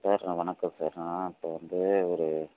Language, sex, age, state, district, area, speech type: Tamil, male, 45-60, Tamil Nadu, Tenkasi, urban, conversation